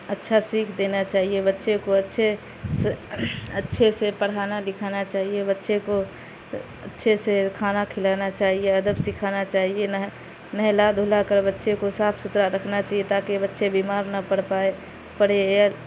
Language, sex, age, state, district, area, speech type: Urdu, female, 45-60, Bihar, Khagaria, rural, spontaneous